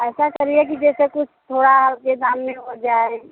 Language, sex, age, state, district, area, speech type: Hindi, female, 45-60, Uttar Pradesh, Mirzapur, rural, conversation